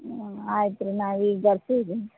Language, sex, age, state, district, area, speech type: Kannada, female, 30-45, Karnataka, Bagalkot, rural, conversation